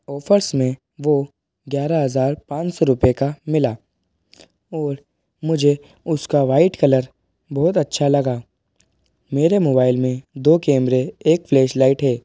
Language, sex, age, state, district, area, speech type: Hindi, male, 30-45, Madhya Pradesh, Bhopal, urban, spontaneous